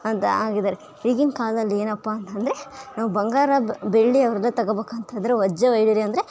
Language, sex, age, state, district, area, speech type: Kannada, female, 18-30, Karnataka, Bellary, rural, spontaneous